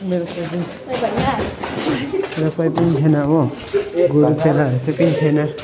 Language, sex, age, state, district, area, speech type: Nepali, male, 18-30, West Bengal, Alipurduar, rural, spontaneous